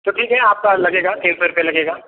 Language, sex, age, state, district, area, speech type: Hindi, male, 18-30, Uttar Pradesh, Jaunpur, rural, conversation